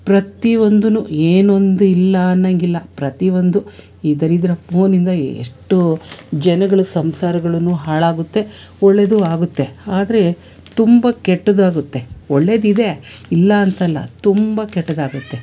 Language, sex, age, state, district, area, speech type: Kannada, female, 45-60, Karnataka, Bangalore Urban, urban, spontaneous